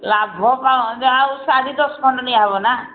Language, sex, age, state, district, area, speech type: Odia, female, 60+, Odisha, Angul, rural, conversation